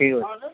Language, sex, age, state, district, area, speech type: Odia, male, 45-60, Odisha, Nuapada, urban, conversation